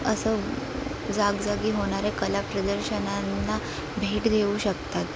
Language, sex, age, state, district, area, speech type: Marathi, female, 18-30, Maharashtra, Sindhudurg, rural, spontaneous